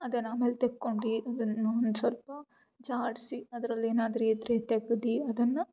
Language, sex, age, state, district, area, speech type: Kannada, female, 18-30, Karnataka, Gulbarga, urban, spontaneous